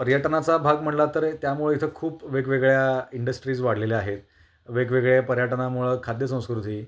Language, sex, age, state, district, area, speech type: Marathi, male, 18-30, Maharashtra, Kolhapur, urban, spontaneous